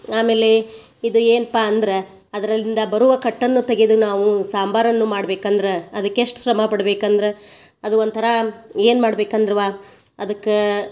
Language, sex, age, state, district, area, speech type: Kannada, female, 45-60, Karnataka, Gadag, rural, spontaneous